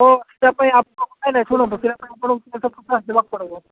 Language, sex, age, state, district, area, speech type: Odia, male, 45-60, Odisha, Nabarangpur, rural, conversation